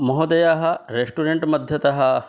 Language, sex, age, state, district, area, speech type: Sanskrit, male, 18-30, Bihar, Gaya, urban, spontaneous